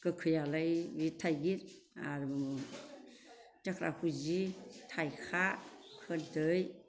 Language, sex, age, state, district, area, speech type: Bodo, female, 60+, Assam, Baksa, urban, spontaneous